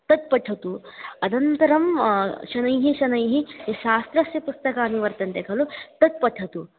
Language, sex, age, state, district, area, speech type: Sanskrit, female, 18-30, Maharashtra, Chandrapur, rural, conversation